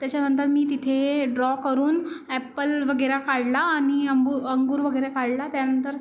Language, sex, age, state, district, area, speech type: Marathi, female, 18-30, Maharashtra, Nagpur, urban, spontaneous